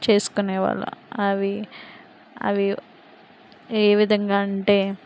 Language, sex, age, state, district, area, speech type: Telugu, female, 45-60, Andhra Pradesh, Konaseema, rural, spontaneous